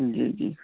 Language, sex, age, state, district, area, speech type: Urdu, male, 18-30, Uttar Pradesh, Saharanpur, urban, conversation